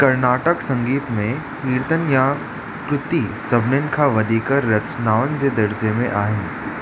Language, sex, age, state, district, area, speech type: Sindhi, male, 18-30, Maharashtra, Thane, urban, read